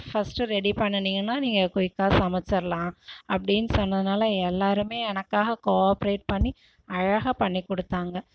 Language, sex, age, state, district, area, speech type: Tamil, female, 60+, Tamil Nadu, Cuddalore, rural, spontaneous